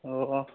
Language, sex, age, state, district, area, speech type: Assamese, male, 30-45, Assam, Dhemaji, urban, conversation